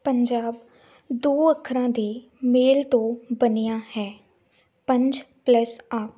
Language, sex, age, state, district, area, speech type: Punjabi, female, 18-30, Punjab, Gurdaspur, urban, spontaneous